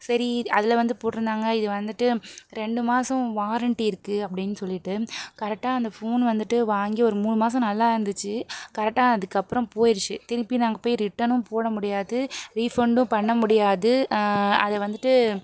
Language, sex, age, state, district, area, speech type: Tamil, female, 30-45, Tamil Nadu, Pudukkottai, urban, spontaneous